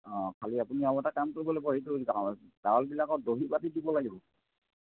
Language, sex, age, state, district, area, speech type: Assamese, male, 60+, Assam, Sivasagar, rural, conversation